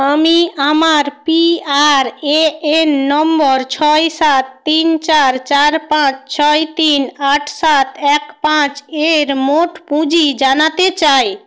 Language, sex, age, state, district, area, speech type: Bengali, female, 30-45, West Bengal, North 24 Parganas, rural, read